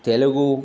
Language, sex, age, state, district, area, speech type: Sanskrit, male, 60+, Telangana, Hyderabad, urban, spontaneous